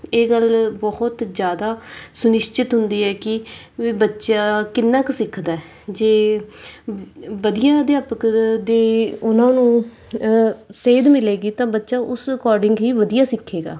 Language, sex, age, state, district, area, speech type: Punjabi, female, 30-45, Punjab, Mansa, urban, spontaneous